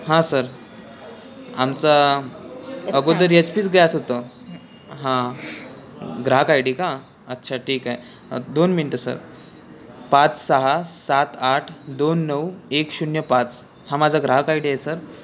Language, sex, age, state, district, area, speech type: Marathi, male, 18-30, Maharashtra, Wardha, urban, spontaneous